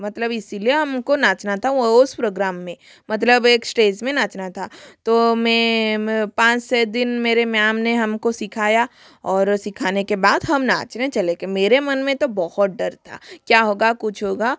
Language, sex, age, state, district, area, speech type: Hindi, female, 30-45, Rajasthan, Jodhpur, rural, spontaneous